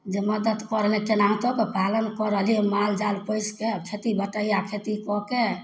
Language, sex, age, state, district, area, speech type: Maithili, female, 45-60, Bihar, Samastipur, rural, spontaneous